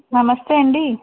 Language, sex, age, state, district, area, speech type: Telugu, female, 60+, Andhra Pradesh, Vizianagaram, rural, conversation